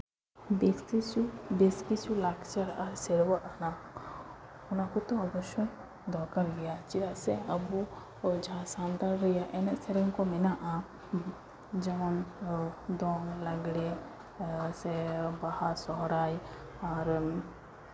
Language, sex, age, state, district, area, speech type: Santali, female, 30-45, West Bengal, Paschim Bardhaman, rural, spontaneous